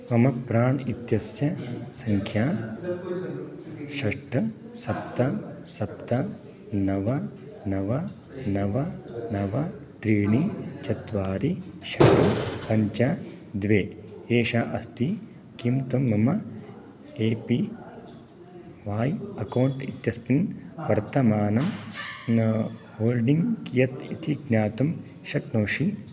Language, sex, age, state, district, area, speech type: Sanskrit, male, 30-45, Karnataka, Raichur, rural, read